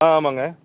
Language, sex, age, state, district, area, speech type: Tamil, male, 45-60, Tamil Nadu, Madurai, rural, conversation